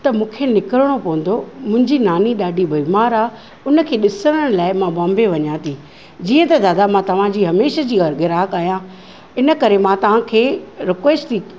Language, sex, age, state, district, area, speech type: Sindhi, female, 45-60, Maharashtra, Thane, urban, spontaneous